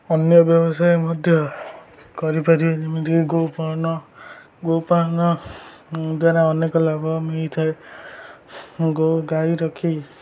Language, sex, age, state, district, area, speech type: Odia, male, 18-30, Odisha, Jagatsinghpur, rural, spontaneous